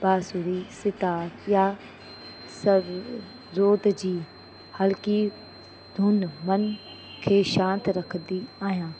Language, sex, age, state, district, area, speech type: Sindhi, female, 30-45, Uttar Pradesh, Lucknow, urban, spontaneous